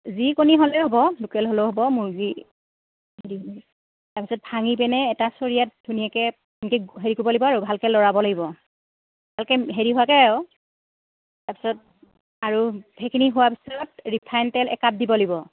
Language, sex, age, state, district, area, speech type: Assamese, female, 30-45, Assam, Udalguri, rural, conversation